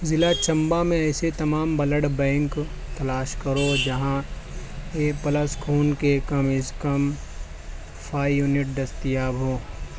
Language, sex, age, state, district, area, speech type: Urdu, male, 18-30, Maharashtra, Nashik, rural, read